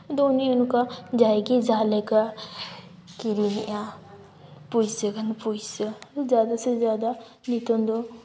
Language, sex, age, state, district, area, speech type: Santali, female, 18-30, Jharkhand, Seraikela Kharsawan, rural, spontaneous